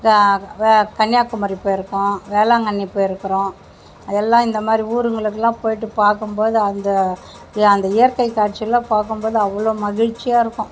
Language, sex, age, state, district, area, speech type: Tamil, female, 60+, Tamil Nadu, Mayiladuthurai, rural, spontaneous